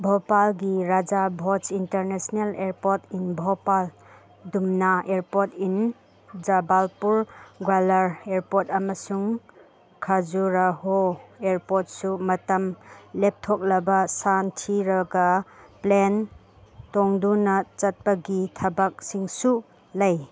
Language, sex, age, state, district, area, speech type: Manipuri, female, 45-60, Manipur, Chandel, rural, read